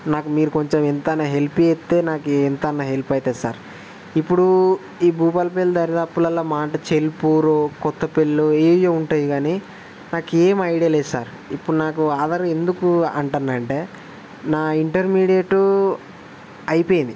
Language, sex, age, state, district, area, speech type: Telugu, male, 18-30, Telangana, Jayashankar, rural, spontaneous